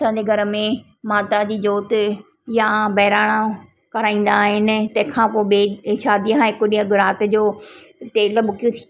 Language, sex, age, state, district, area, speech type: Sindhi, female, 45-60, Maharashtra, Thane, urban, spontaneous